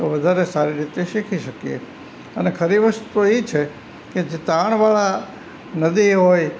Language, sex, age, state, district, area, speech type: Gujarati, male, 60+, Gujarat, Rajkot, rural, spontaneous